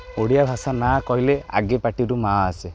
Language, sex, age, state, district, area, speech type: Odia, male, 18-30, Odisha, Jagatsinghpur, urban, spontaneous